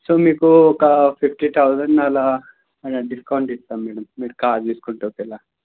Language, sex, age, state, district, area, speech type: Telugu, male, 30-45, Andhra Pradesh, N T Rama Rao, rural, conversation